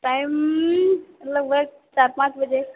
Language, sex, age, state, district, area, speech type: Maithili, female, 18-30, Bihar, Purnia, rural, conversation